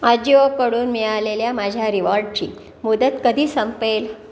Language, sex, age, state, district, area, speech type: Marathi, female, 60+, Maharashtra, Pune, urban, read